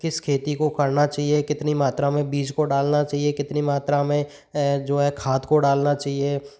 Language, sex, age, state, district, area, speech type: Hindi, male, 45-60, Rajasthan, Karauli, rural, spontaneous